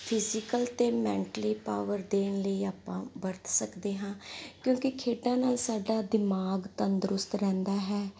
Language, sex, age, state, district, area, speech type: Punjabi, female, 30-45, Punjab, Mansa, urban, spontaneous